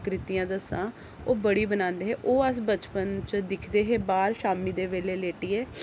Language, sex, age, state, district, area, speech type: Dogri, female, 30-45, Jammu and Kashmir, Jammu, urban, spontaneous